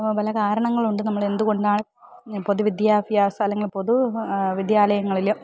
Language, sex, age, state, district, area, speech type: Malayalam, female, 30-45, Kerala, Thiruvananthapuram, urban, spontaneous